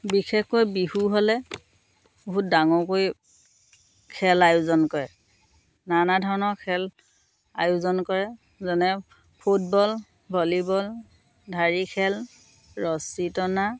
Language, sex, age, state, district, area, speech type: Assamese, female, 30-45, Assam, Dhemaji, rural, spontaneous